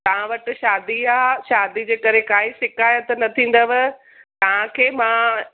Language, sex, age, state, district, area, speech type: Sindhi, female, 45-60, Gujarat, Surat, urban, conversation